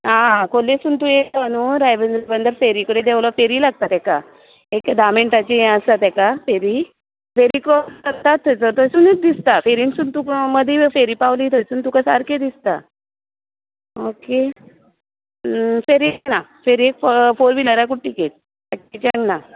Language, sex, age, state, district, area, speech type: Goan Konkani, female, 30-45, Goa, Tiswadi, rural, conversation